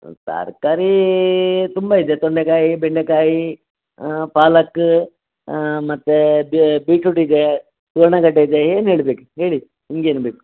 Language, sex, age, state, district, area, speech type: Kannada, male, 60+, Karnataka, Dakshina Kannada, rural, conversation